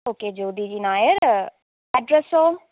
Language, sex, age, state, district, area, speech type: Malayalam, female, 18-30, Kerala, Pathanamthitta, rural, conversation